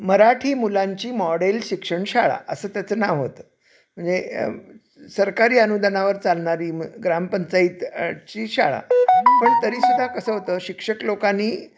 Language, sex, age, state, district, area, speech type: Marathi, male, 60+, Maharashtra, Sangli, urban, spontaneous